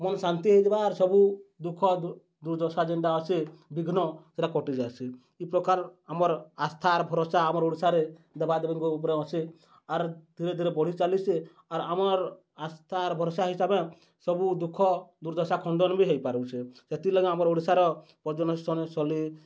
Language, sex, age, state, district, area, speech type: Odia, male, 30-45, Odisha, Bargarh, urban, spontaneous